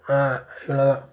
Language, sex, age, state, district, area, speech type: Tamil, male, 18-30, Tamil Nadu, Nagapattinam, rural, spontaneous